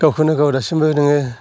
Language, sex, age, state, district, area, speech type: Bodo, male, 45-60, Assam, Kokrajhar, urban, spontaneous